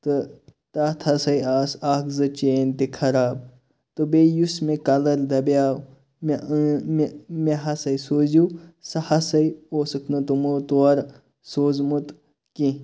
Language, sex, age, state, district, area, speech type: Kashmiri, male, 30-45, Jammu and Kashmir, Kupwara, rural, spontaneous